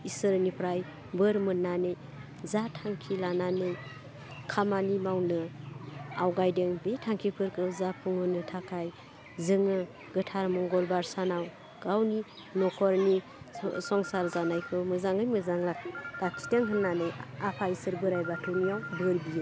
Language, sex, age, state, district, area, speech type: Bodo, female, 30-45, Assam, Udalguri, urban, spontaneous